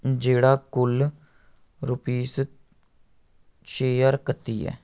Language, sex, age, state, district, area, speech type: Dogri, male, 18-30, Jammu and Kashmir, Samba, rural, read